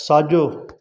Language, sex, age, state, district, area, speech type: Sindhi, male, 45-60, Gujarat, Junagadh, rural, read